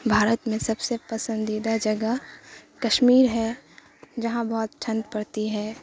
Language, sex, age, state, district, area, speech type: Urdu, female, 18-30, Bihar, Supaul, rural, spontaneous